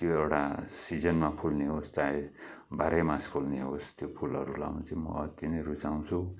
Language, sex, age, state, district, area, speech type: Nepali, male, 45-60, West Bengal, Kalimpong, rural, spontaneous